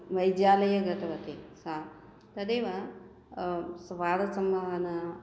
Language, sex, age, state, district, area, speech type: Sanskrit, female, 60+, Andhra Pradesh, Krishna, urban, spontaneous